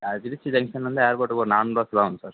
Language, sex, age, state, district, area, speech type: Tamil, male, 18-30, Tamil Nadu, Sivaganga, rural, conversation